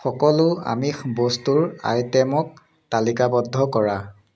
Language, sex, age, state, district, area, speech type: Assamese, male, 30-45, Assam, Biswanath, rural, read